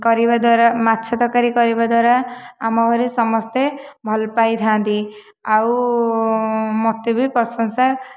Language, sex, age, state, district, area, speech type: Odia, female, 30-45, Odisha, Khordha, rural, spontaneous